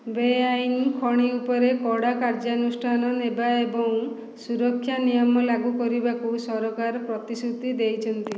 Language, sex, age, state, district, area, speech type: Odia, female, 45-60, Odisha, Khordha, rural, read